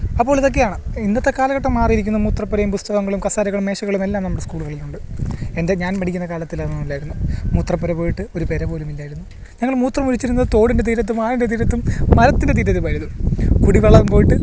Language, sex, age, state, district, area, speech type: Malayalam, male, 30-45, Kerala, Alappuzha, rural, spontaneous